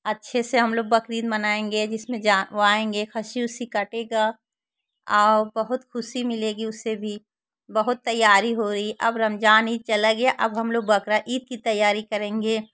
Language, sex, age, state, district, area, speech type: Hindi, female, 30-45, Uttar Pradesh, Chandauli, rural, spontaneous